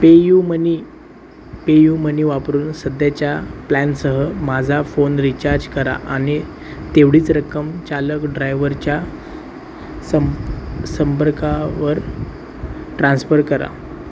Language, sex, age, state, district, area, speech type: Marathi, male, 18-30, Maharashtra, Sindhudurg, rural, read